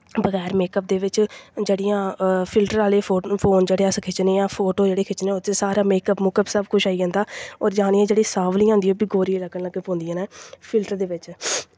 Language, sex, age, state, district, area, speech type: Dogri, female, 18-30, Jammu and Kashmir, Samba, rural, spontaneous